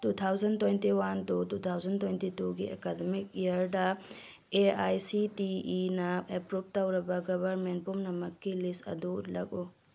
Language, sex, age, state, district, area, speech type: Manipuri, female, 18-30, Manipur, Tengnoupal, rural, read